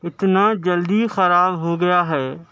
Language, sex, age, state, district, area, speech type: Urdu, male, 60+, Telangana, Hyderabad, urban, spontaneous